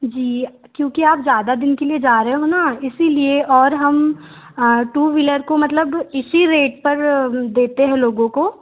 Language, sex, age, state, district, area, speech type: Hindi, female, 18-30, Madhya Pradesh, Betul, rural, conversation